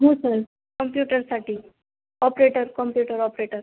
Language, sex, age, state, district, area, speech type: Marathi, female, 18-30, Maharashtra, Aurangabad, rural, conversation